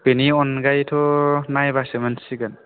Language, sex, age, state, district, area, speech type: Bodo, male, 18-30, Assam, Chirang, rural, conversation